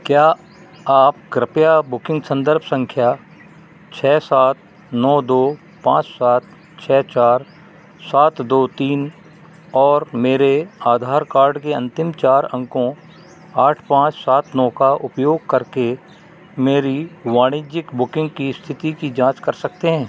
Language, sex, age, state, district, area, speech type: Hindi, male, 60+, Madhya Pradesh, Narsinghpur, rural, read